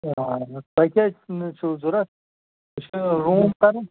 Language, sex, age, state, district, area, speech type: Kashmiri, male, 30-45, Jammu and Kashmir, Pulwama, rural, conversation